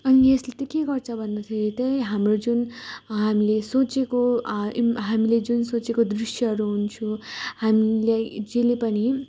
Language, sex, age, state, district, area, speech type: Nepali, female, 18-30, West Bengal, Darjeeling, rural, spontaneous